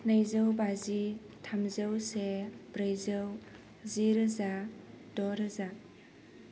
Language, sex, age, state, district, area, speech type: Bodo, female, 18-30, Assam, Baksa, rural, spontaneous